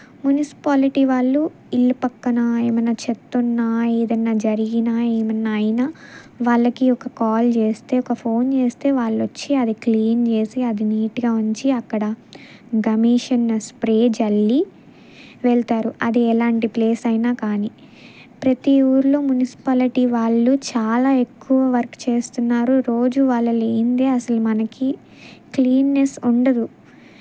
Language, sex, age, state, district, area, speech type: Telugu, female, 18-30, Andhra Pradesh, Bapatla, rural, spontaneous